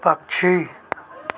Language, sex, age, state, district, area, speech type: Hindi, male, 30-45, Madhya Pradesh, Seoni, urban, read